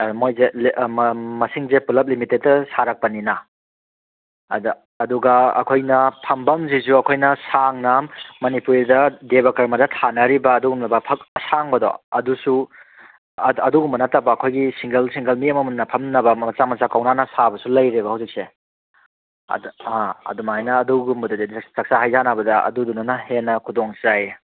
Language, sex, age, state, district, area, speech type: Manipuri, male, 30-45, Manipur, Kangpokpi, urban, conversation